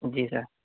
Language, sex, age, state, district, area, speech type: Urdu, male, 18-30, Uttar Pradesh, Saharanpur, urban, conversation